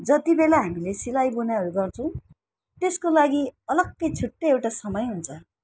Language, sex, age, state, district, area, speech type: Nepali, female, 60+, West Bengal, Alipurduar, urban, spontaneous